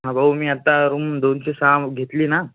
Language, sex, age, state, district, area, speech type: Marathi, male, 18-30, Maharashtra, Washim, urban, conversation